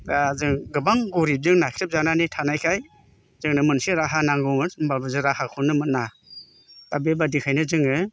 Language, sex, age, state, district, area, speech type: Bodo, male, 60+, Assam, Chirang, rural, spontaneous